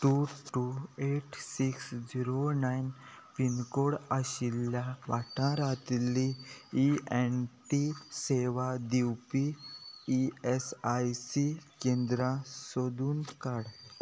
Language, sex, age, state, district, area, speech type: Goan Konkani, male, 30-45, Goa, Quepem, rural, read